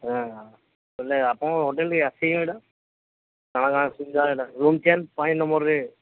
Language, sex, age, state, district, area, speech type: Odia, male, 45-60, Odisha, Nuapada, urban, conversation